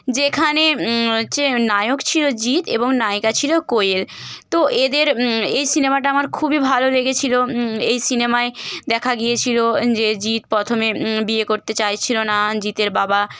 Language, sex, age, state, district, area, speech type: Bengali, female, 18-30, West Bengal, Bankura, urban, spontaneous